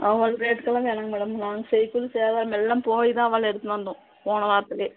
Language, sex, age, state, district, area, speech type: Tamil, female, 30-45, Tamil Nadu, Tirupattur, rural, conversation